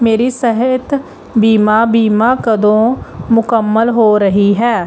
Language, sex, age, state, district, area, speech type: Punjabi, female, 30-45, Punjab, Pathankot, rural, read